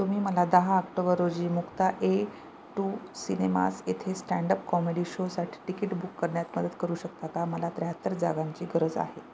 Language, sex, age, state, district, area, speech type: Marathi, female, 30-45, Maharashtra, Nanded, rural, read